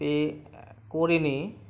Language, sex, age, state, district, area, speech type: Bengali, male, 18-30, West Bengal, Uttar Dinajpur, rural, spontaneous